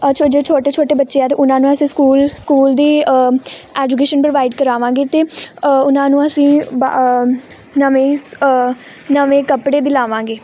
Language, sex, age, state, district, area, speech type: Punjabi, female, 18-30, Punjab, Hoshiarpur, rural, spontaneous